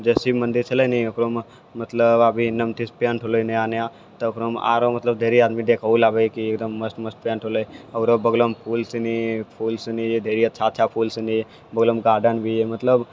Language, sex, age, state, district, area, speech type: Maithili, male, 60+, Bihar, Purnia, rural, spontaneous